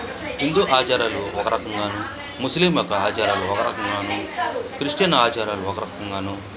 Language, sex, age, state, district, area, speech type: Telugu, male, 45-60, Andhra Pradesh, Bapatla, urban, spontaneous